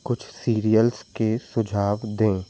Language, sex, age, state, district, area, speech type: Hindi, male, 18-30, Madhya Pradesh, Jabalpur, urban, read